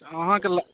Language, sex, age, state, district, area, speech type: Maithili, male, 18-30, Bihar, Saharsa, urban, conversation